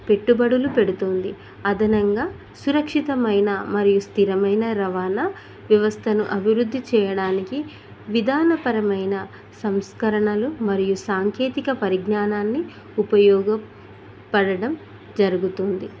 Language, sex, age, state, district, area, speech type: Telugu, female, 30-45, Telangana, Hanamkonda, urban, spontaneous